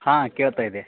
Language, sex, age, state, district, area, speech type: Kannada, male, 18-30, Karnataka, Koppal, rural, conversation